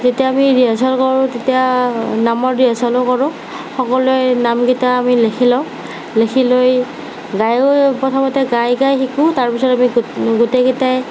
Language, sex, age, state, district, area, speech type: Assamese, female, 18-30, Assam, Darrang, rural, spontaneous